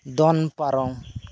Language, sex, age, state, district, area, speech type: Santali, male, 30-45, West Bengal, Birbhum, rural, read